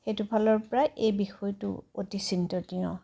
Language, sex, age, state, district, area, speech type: Assamese, female, 60+, Assam, Tinsukia, rural, spontaneous